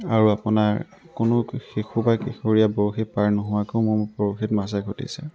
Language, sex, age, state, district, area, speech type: Assamese, male, 18-30, Assam, Tinsukia, urban, spontaneous